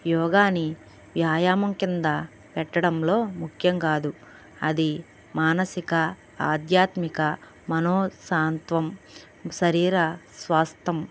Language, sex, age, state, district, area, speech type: Telugu, female, 45-60, Andhra Pradesh, Krishna, urban, spontaneous